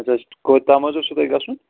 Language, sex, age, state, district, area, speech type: Kashmiri, male, 30-45, Jammu and Kashmir, Srinagar, urban, conversation